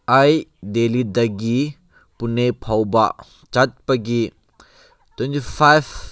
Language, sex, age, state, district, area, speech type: Manipuri, male, 18-30, Manipur, Kangpokpi, urban, read